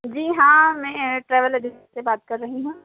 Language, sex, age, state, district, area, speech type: Urdu, female, 18-30, Delhi, South Delhi, urban, conversation